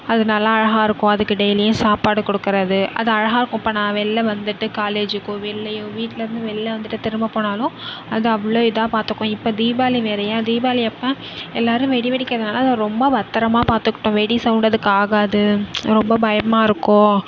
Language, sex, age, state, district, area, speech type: Tamil, female, 18-30, Tamil Nadu, Nagapattinam, rural, spontaneous